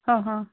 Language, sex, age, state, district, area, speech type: Punjabi, female, 60+, Punjab, Fazilka, rural, conversation